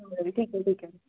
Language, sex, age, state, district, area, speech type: Marathi, female, 18-30, Maharashtra, Pune, urban, conversation